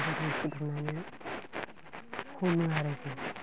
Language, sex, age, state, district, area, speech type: Bodo, female, 45-60, Assam, Baksa, rural, spontaneous